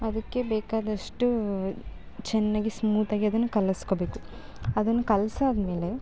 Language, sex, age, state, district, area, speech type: Kannada, female, 18-30, Karnataka, Mandya, rural, spontaneous